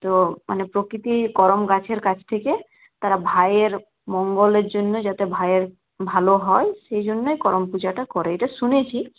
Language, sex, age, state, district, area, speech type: Bengali, female, 30-45, West Bengal, Purulia, rural, conversation